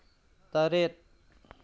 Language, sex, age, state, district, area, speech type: Manipuri, male, 45-60, Manipur, Tengnoupal, rural, read